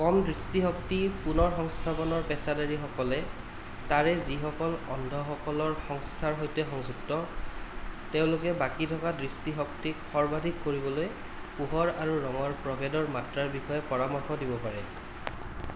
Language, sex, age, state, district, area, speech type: Assamese, male, 30-45, Assam, Kamrup Metropolitan, urban, read